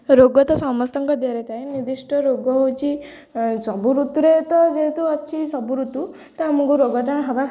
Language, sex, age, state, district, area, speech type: Odia, female, 18-30, Odisha, Jagatsinghpur, rural, spontaneous